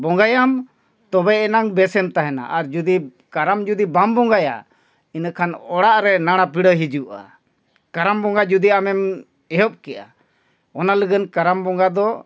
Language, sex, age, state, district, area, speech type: Santali, male, 45-60, Jharkhand, Bokaro, rural, spontaneous